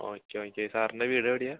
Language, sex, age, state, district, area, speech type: Malayalam, male, 18-30, Kerala, Thrissur, rural, conversation